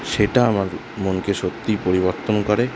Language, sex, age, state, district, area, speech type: Bengali, male, 18-30, West Bengal, Kolkata, urban, spontaneous